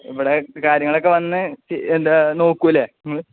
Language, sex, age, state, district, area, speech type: Malayalam, male, 18-30, Kerala, Malappuram, rural, conversation